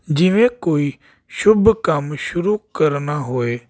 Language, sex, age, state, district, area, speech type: Punjabi, male, 30-45, Punjab, Jalandhar, urban, spontaneous